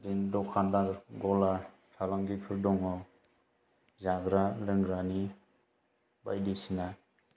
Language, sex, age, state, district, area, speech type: Bodo, male, 30-45, Assam, Kokrajhar, rural, spontaneous